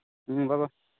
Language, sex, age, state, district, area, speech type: Manipuri, male, 30-45, Manipur, Chandel, rural, conversation